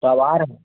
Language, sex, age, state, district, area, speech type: Urdu, male, 18-30, Bihar, Araria, rural, conversation